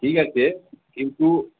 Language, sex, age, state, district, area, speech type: Bengali, male, 60+, West Bengal, Paschim Bardhaman, urban, conversation